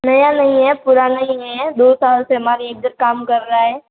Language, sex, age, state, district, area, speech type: Hindi, female, 18-30, Rajasthan, Jodhpur, urban, conversation